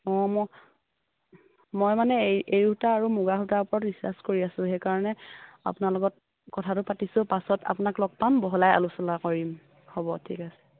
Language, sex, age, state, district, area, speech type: Assamese, female, 45-60, Assam, Dhemaji, urban, conversation